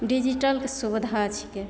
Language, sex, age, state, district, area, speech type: Maithili, female, 18-30, Bihar, Begusarai, rural, spontaneous